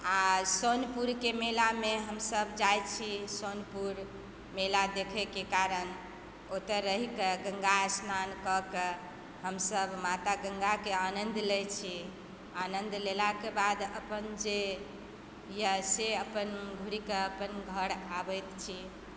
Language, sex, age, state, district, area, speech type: Maithili, female, 45-60, Bihar, Supaul, urban, spontaneous